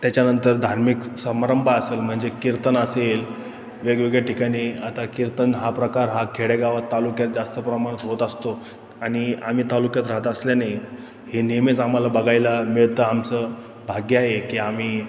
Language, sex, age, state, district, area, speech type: Marathi, male, 30-45, Maharashtra, Ahmednagar, urban, spontaneous